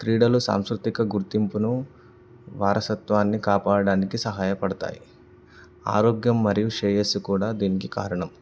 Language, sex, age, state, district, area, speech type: Telugu, male, 18-30, Telangana, Karimnagar, rural, spontaneous